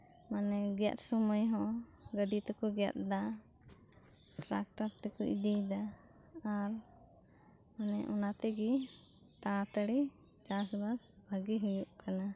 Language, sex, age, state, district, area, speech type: Santali, other, 18-30, West Bengal, Birbhum, rural, spontaneous